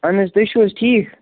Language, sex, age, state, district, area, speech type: Kashmiri, male, 30-45, Jammu and Kashmir, Kupwara, rural, conversation